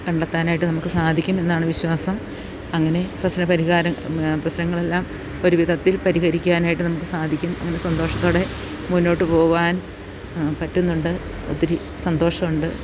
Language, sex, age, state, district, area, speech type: Malayalam, female, 60+, Kerala, Idukki, rural, spontaneous